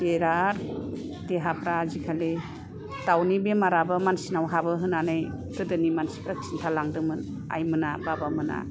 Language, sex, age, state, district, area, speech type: Bodo, female, 60+, Assam, Kokrajhar, rural, spontaneous